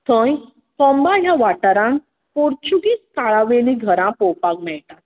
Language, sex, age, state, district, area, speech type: Goan Konkani, female, 45-60, Goa, Tiswadi, rural, conversation